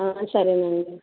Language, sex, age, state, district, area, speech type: Telugu, female, 18-30, Andhra Pradesh, East Godavari, rural, conversation